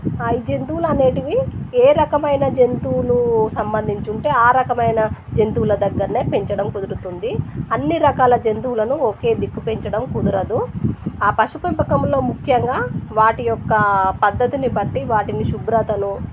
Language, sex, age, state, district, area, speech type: Telugu, female, 30-45, Telangana, Warangal, rural, spontaneous